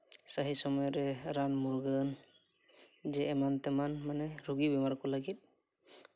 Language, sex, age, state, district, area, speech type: Santali, male, 18-30, Jharkhand, Seraikela Kharsawan, rural, spontaneous